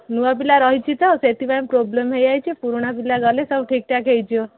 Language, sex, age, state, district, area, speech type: Odia, female, 30-45, Odisha, Sambalpur, rural, conversation